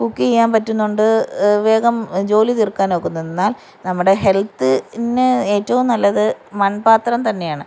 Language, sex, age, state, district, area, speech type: Malayalam, female, 30-45, Kerala, Kollam, rural, spontaneous